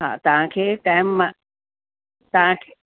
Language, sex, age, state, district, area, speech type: Sindhi, female, 45-60, Delhi, South Delhi, urban, conversation